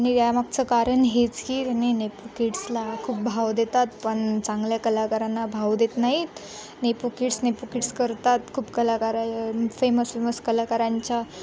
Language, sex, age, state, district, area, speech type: Marathi, female, 18-30, Maharashtra, Nanded, rural, spontaneous